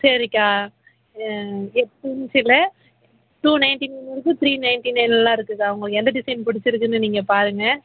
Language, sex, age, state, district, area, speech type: Tamil, female, 18-30, Tamil Nadu, Vellore, urban, conversation